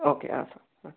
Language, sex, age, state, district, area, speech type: Malayalam, male, 60+, Kerala, Palakkad, rural, conversation